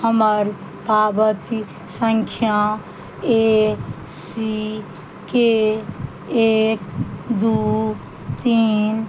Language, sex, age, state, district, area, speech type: Maithili, female, 60+, Bihar, Madhubani, rural, read